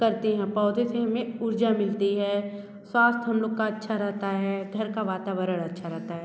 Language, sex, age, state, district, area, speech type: Hindi, female, 30-45, Uttar Pradesh, Bhadohi, urban, spontaneous